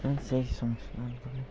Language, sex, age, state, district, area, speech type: Bengali, male, 18-30, West Bengal, Malda, urban, spontaneous